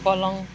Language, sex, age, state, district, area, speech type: Nepali, female, 60+, West Bengal, Kalimpong, rural, read